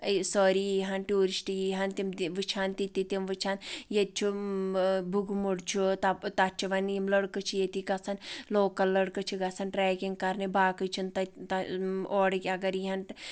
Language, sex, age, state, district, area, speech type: Kashmiri, female, 45-60, Jammu and Kashmir, Anantnag, rural, spontaneous